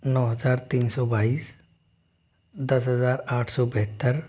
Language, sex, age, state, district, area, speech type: Hindi, male, 30-45, Rajasthan, Jaipur, urban, spontaneous